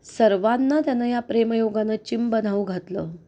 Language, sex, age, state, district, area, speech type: Marathi, female, 45-60, Maharashtra, Pune, urban, spontaneous